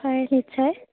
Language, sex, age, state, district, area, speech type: Assamese, female, 18-30, Assam, Jorhat, urban, conversation